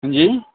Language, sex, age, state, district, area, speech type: Dogri, male, 18-30, Jammu and Kashmir, Kathua, rural, conversation